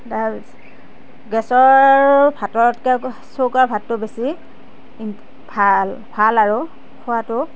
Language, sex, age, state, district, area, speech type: Assamese, female, 60+, Assam, Darrang, rural, spontaneous